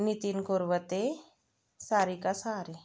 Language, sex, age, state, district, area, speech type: Marathi, female, 30-45, Maharashtra, Yavatmal, rural, spontaneous